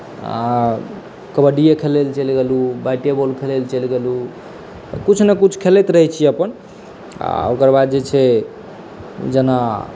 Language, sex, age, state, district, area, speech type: Maithili, male, 18-30, Bihar, Saharsa, rural, spontaneous